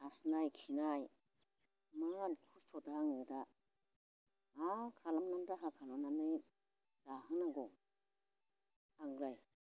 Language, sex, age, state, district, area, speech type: Bodo, female, 60+, Assam, Baksa, rural, spontaneous